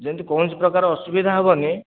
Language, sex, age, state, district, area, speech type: Odia, male, 45-60, Odisha, Nayagarh, rural, conversation